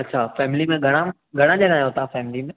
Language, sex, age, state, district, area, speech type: Sindhi, male, 18-30, Maharashtra, Mumbai City, urban, conversation